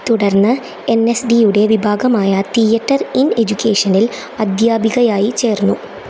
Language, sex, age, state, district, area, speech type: Malayalam, female, 18-30, Kerala, Thrissur, rural, read